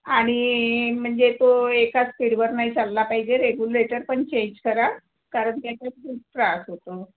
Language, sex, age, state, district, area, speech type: Marathi, female, 60+, Maharashtra, Nagpur, urban, conversation